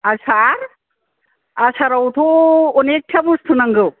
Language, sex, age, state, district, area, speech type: Bodo, female, 60+, Assam, Kokrajhar, rural, conversation